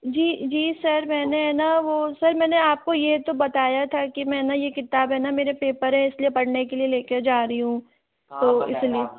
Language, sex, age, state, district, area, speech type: Hindi, female, 45-60, Rajasthan, Jaipur, urban, conversation